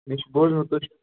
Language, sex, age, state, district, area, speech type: Kashmiri, male, 30-45, Jammu and Kashmir, Baramulla, rural, conversation